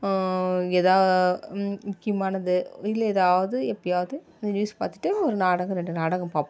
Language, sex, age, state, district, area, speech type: Tamil, female, 45-60, Tamil Nadu, Dharmapuri, rural, spontaneous